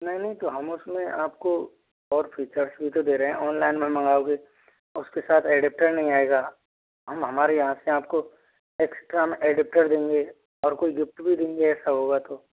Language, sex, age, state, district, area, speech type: Hindi, male, 45-60, Rajasthan, Karauli, rural, conversation